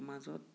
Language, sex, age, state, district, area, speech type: Assamese, male, 30-45, Assam, Sonitpur, rural, spontaneous